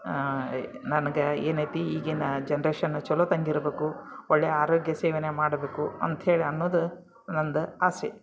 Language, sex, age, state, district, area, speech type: Kannada, female, 45-60, Karnataka, Dharwad, urban, spontaneous